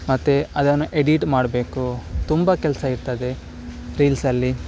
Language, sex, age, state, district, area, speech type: Kannada, male, 30-45, Karnataka, Udupi, rural, spontaneous